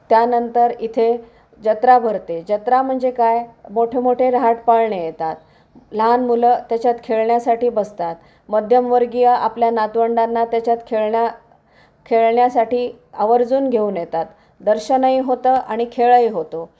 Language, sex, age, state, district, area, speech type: Marathi, female, 45-60, Maharashtra, Osmanabad, rural, spontaneous